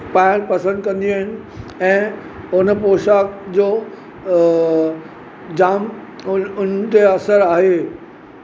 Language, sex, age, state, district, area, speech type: Sindhi, male, 45-60, Maharashtra, Mumbai Suburban, urban, spontaneous